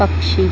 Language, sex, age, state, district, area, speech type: Hindi, female, 18-30, Madhya Pradesh, Jabalpur, urban, read